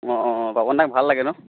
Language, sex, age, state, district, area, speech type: Assamese, male, 18-30, Assam, Sivasagar, rural, conversation